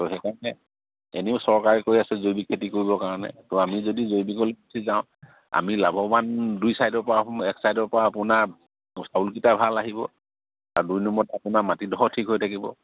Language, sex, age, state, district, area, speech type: Assamese, male, 45-60, Assam, Charaideo, rural, conversation